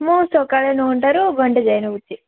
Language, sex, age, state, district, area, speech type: Odia, female, 18-30, Odisha, Koraput, urban, conversation